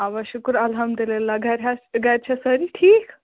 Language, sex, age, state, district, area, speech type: Kashmiri, female, 30-45, Jammu and Kashmir, Shopian, rural, conversation